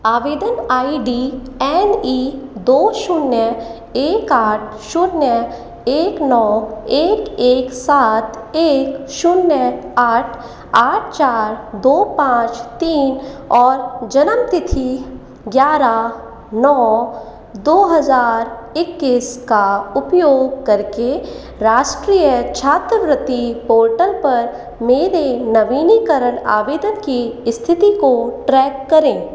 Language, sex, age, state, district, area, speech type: Hindi, female, 18-30, Rajasthan, Jaipur, urban, read